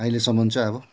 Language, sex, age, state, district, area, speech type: Nepali, male, 45-60, West Bengal, Darjeeling, rural, spontaneous